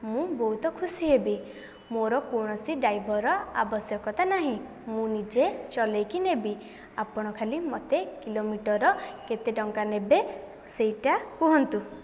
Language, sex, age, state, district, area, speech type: Odia, female, 18-30, Odisha, Jajpur, rural, spontaneous